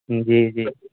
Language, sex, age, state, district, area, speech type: Urdu, male, 18-30, Uttar Pradesh, Shahjahanpur, urban, conversation